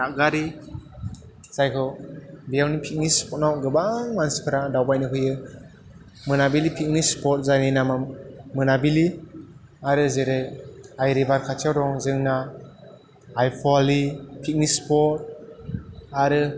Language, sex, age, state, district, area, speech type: Bodo, male, 18-30, Assam, Chirang, rural, spontaneous